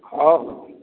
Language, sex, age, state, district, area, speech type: Odia, male, 45-60, Odisha, Dhenkanal, rural, conversation